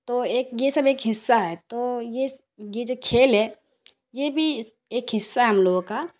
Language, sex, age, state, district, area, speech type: Urdu, female, 30-45, Bihar, Darbhanga, rural, spontaneous